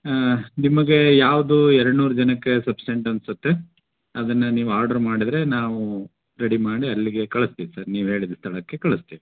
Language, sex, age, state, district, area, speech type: Kannada, male, 45-60, Karnataka, Koppal, rural, conversation